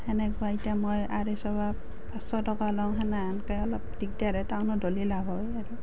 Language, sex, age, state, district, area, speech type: Assamese, female, 30-45, Assam, Nalbari, rural, spontaneous